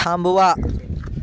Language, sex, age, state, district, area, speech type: Marathi, male, 18-30, Maharashtra, Thane, urban, read